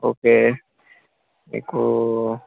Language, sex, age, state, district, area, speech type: Telugu, male, 18-30, Telangana, Medchal, urban, conversation